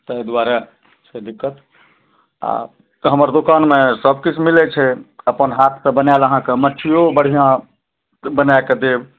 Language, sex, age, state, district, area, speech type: Maithili, male, 45-60, Bihar, Araria, urban, conversation